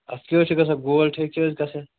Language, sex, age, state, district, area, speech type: Kashmiri, male, 18-30, Jammu and Kashmir, Bandipora, rural, conversation